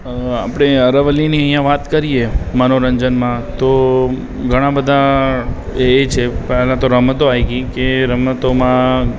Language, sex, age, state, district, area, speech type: Gujarati, male, 18-30, Gujarat, Aravalli, urban, spontaneous